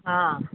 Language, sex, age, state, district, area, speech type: Odia, female, 45-60, Odisha, Sundergarh, rural, conversation